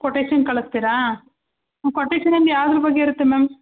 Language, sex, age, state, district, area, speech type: Kannada, female, 30-45, Karnataka, Hassan, urban, conversation